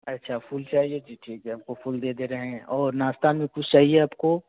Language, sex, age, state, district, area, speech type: Hindi, male, 18-30, Uttar Pradesh, Chandauli, urban, conversation